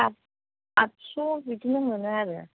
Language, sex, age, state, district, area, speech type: Bodo, female, 45-60, Assam, Chirang, urban, conversation